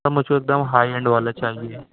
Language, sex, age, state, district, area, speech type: Urdu, male, 18-30, Maharashtra, Nashik, urban, conversation